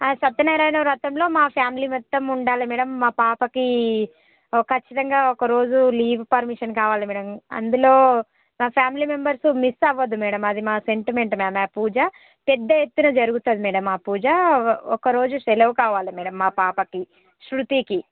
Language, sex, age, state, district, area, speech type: Telugu, female, 30-45, Telangana, Ranga Reddy, rural, conversation